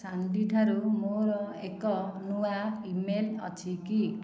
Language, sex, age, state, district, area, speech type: Odia, female, 30-45, Odisha, Khordha, rural, read